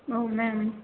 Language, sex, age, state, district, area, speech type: Bodo, female, 18-30, Assam, Kokrajhar, rural, conversation